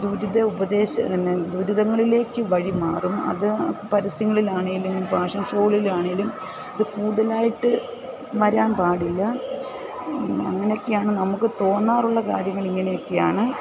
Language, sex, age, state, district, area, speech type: Malayalam, female, 45-60, Kerala, Kottayam, rural, spontaneous